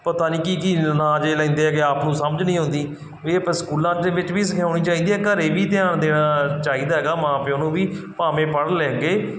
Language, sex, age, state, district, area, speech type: Punjabi, male, 45-60, Punjab, Barnala, rural, spontaneous